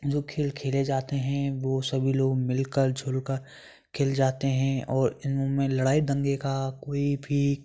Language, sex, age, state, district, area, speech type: Hindi, male, 18-30, Rajasthan, Bharatpur, rural, spontaneous